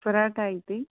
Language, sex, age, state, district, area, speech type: Kannada, female, 45-60, Karnataka, Gadag, rural, conversation